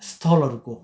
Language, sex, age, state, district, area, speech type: Nepali, male, 60+, West Bengal, Kalimpong, rural, spontaneous